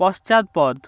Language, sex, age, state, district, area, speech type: Bengali, male, 18-30, West Bengal, North 24 Parganas, rural, read